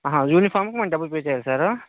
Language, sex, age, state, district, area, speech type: Telugu, male, 18-30, Andhra Pradesh, Vizianagaram, rural, conversation